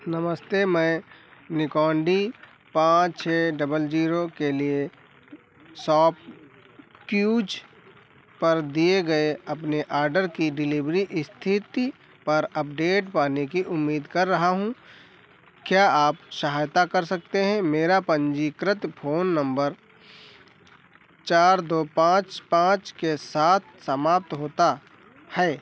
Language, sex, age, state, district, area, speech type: Hindi, male, 45-60, Uttar Pradesh, Sitapur, rural, read